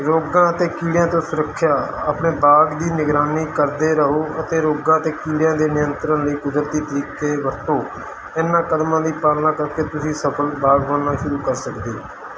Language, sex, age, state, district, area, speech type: Punjabi, male, 30-45, Punjab, Mansa, urban, spontaneous